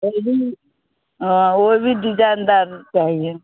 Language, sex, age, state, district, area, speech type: Hindi, female, 30-45, Bihar, Muzaffarpur, rural, conversation